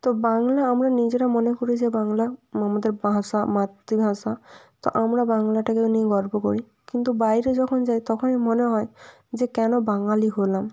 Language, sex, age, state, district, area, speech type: Bengali, female, 18-30, West Bengal, North 24 Parganas, rural, spontaneous